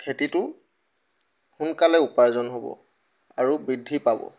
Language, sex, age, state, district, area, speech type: Assamese, male, 18-30, Assam, Tinsukia, rural, spontaneous